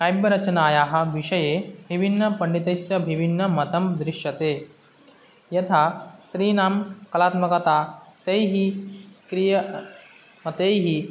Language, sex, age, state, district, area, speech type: Sanskrit, male, 18-30, Assam, Nagaon, rural, spontaneous